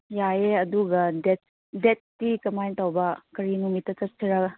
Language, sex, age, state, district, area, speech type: Manipuri, female, 30-45, Manipur, Chandel, rural, conversation